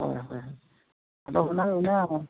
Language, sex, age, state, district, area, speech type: Santali, male, 45-60, Odisha, Mayurbhanj, rural, conversation